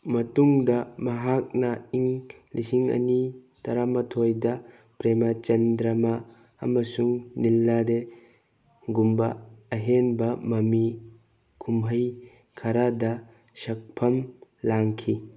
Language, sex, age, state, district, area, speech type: Manipuri, male, 18-30, Manipur, Bishnupur, rural, read